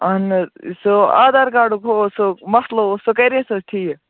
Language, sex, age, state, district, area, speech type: Kashmiri, male, 18-30, Jammu and Kashmir, Kupwara, rural, conversation